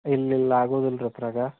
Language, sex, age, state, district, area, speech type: Kannada, male, 30-45, Karnataka, Belgaum, rural, conversation